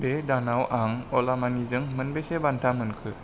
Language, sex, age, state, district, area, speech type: Bodo, male, 30-45, Assam, Kokrajhar, rural, read